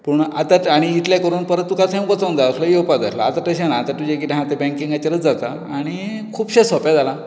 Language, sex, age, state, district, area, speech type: Goan Konkani, male, 60+, Goa, Bardez, rural, spontaneous